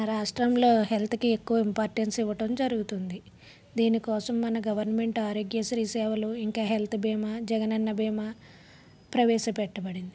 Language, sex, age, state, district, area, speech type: Telugu, female, 30-45, Andhra Pradesh, Vizianagaram, urban, spontaneous